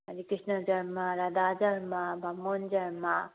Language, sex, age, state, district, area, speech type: Manipuri, female, 30-45, Manipur, Kangpokpi, urban, conversation